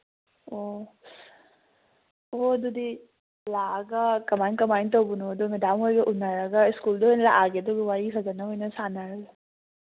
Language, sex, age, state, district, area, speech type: Manipuri, female, 18-30, Manipur, Kangpokpi, urban, conversation